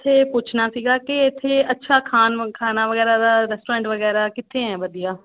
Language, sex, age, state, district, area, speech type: Punjabi, female, 30-45, Punjab, Rupnagar, urban, conversation